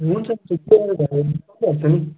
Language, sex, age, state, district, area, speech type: Nepali, male, 45-60, West Bengal, Darjeeling, rural, conversation